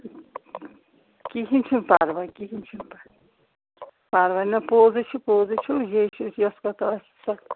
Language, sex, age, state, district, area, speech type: Kashmiri, female, 45-60, Jammu and Kashmir, Srinagar, urban, conversation